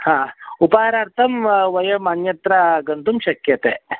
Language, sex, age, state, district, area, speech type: Sanskrit, male, 30-45, Karnataka, Shimoga, urban, conversation